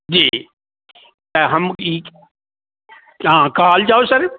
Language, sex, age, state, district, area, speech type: Maithili, male, 60+, Bihar, Saharsa, rural, conversation